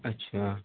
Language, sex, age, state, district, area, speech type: Urdu, male, 18-30, Uttar Pradesh, Rampur, urban, conversation